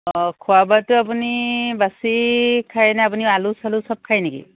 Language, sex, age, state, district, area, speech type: Assamese, female, 45-60, Assam, Dibrugarh, rural, conversation